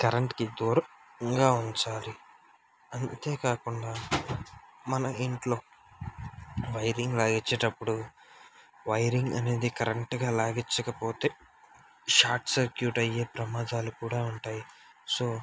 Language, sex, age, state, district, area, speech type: Telugu, male, 18-30, Andhra Pradesh, Srikakulam, urban, spontaneous